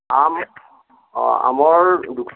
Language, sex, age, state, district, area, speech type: Assamese, male, 60+, Assam, Darrang, rural, conversation